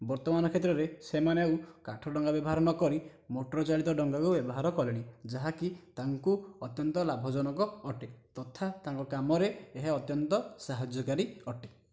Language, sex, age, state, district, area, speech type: Odia, male, 18-30, Odisha, Nayagarh, rural, spontaneous